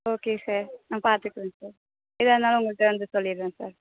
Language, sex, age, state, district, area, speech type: Tamil, female, 18-30, Tamil Nadu, Perambalur, rural, conversation